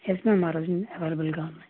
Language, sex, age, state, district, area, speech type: Telugu, male, 18-30, Andhra Pradesh, Krishna, rural, conversation